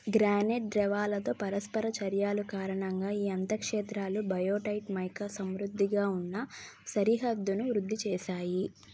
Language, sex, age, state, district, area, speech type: Telugu, female, 18-30, Andhra Pradesh, N T Rama Rao, urban, read